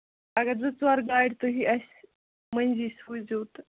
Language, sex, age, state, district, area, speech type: Kashmiri, female, 45-60, Jammu and Kashmir, Ganderbal, rural, conversation